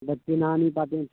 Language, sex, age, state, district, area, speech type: Urdu, male, 18-30, Bihar, Purnia, rural, conversation